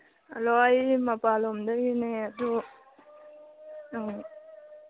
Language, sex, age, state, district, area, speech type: Manipuri, female, 30-45, Manipur, Churachandpur, rural, conversation